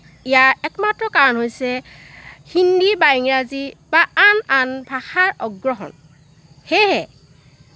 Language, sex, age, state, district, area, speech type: Assamese, female, 45-60, Assam, Lakhimpur, rural, spontaneous